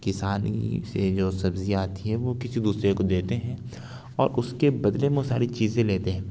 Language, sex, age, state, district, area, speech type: Urdu, male, 60+, Uttar Pradesh, Lucknow, urban, spontaneous